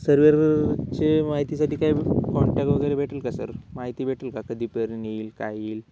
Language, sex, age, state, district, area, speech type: Marathi, male, 18-30, Maharashtra, Hingoli, urban, spontaneous